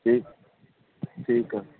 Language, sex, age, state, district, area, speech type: Punjabi, male, 18-30, Punjab, Fazilka, rural, conversation